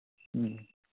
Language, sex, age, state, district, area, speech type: Manipuri, male, 30-45, Manipur, Thoubal, rural, conversation